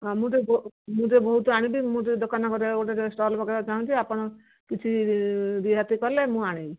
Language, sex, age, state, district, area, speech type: Odia, female, 60+, Odisha, Jharsuguda, rural, conversation